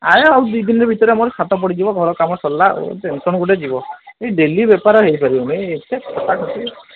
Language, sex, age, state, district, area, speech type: Odia, male, 30-45, Odisha, Sundergarh, urban, conversation